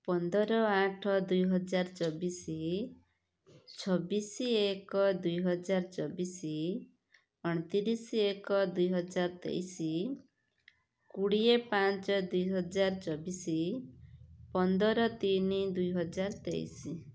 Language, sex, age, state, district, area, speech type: Odia, female, 45-60, Odisha, Rayagada, rural, spontaneous